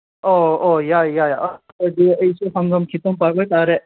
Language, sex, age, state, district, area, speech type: Manipuri, male, 18-30, Manipur, Senapati, rural, conversation